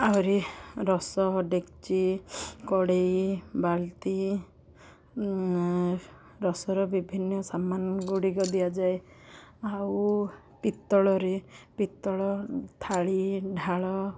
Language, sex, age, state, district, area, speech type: Odia, female, 30-45, Odisha, Ganjam, urban, spontaneous